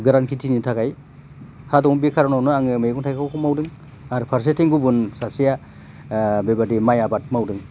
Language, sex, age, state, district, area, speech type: Bodo, male, 45-60, Assam, Baksa, rural, spontaneous